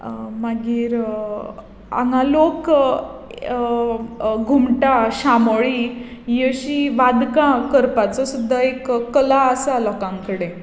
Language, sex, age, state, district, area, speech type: Goan Konkani, female, 18-30, Goa, Tiswadi, rural, spontaneous